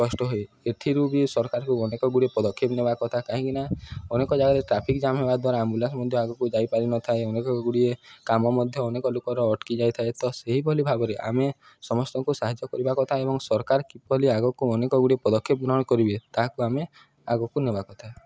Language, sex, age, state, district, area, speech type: Odia, male, 18-30, Odisha, Nuapada, urban, spontaneous